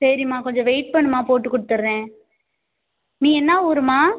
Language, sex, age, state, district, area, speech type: Tamil, female, 18-30, Tamil Nadu, Ariyalur, rural, conversation